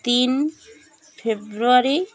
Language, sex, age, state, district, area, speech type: Odia, female, 45-60, Odisha, Malkangiri, urban, spontaneous